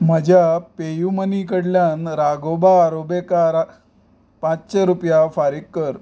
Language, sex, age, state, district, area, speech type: Goan Konkani, male, 45-60, Goa, Canacona, rural, read